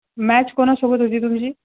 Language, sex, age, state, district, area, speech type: Marathi, male, 18-30, Maharashtra, Jalna, urban, conversation